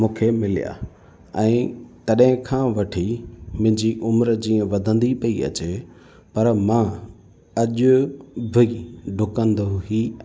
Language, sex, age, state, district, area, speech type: Sindhi, male, 30-45, Gujarat, Kutch, rural, spontaneous